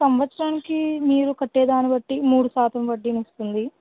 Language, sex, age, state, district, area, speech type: Telugu, female, 60+, Andhra Pradesh, West Godavari, rural, conversation